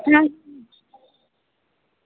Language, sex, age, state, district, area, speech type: Gujarati, female, 18-30, Gujarat, Valsad, rural, conversation